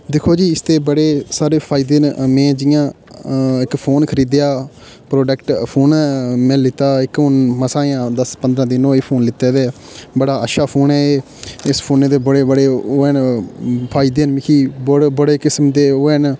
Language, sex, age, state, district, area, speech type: Dogri, male, 18-30, Jammu and Kashmir, Udhampur, rural, spontaneous